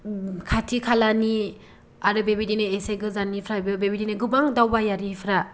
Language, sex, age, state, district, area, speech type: Bodo, female, 18-30, Assam, Kokrajhar, rural, spontaneous